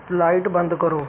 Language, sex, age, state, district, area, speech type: Punjabi, male, 30-45, Punjab, Barnala, rural, read